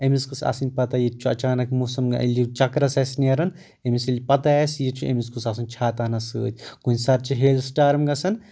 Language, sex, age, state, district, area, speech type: Kashmiri, male, 45-60, Jammu and Kashmir, Anantnag, rural, spontaneous